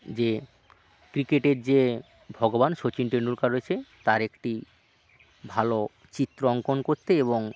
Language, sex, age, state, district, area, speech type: Bengali, male, 30-45, West Bengal, Hooghly, rural, spontaneous